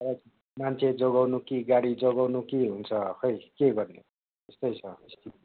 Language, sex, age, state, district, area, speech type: Nepali, male, 30-45, West Bengal, Darjeeling, rural, conversation